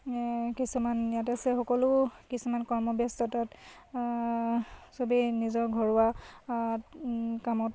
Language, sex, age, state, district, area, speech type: Assamese, female, 30-45, Assam, Sivasagar, rural, spontaneous